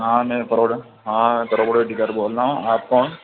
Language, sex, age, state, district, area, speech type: Urdu, male, 60+, Uttar Pradesh, Lucknow, rural, conversation